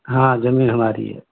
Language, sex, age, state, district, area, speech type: Hindi, male, 30-45, Uttar Pradesh, Ghazipur, rural, conversation